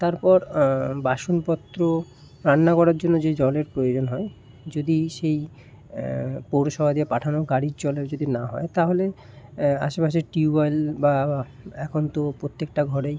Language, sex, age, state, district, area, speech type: Bengali, male, 18-30, West Bengal, Kolkata, urban, spontaneous